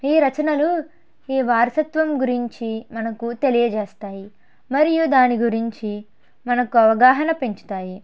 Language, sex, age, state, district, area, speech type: Telugu, female, 18-30, Andhra Pradesh, Konaseema, rural, spontaneous